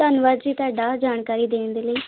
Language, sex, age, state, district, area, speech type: Punjabi, female, 18-30, Punjab, Hoshiarpur, rural, conversation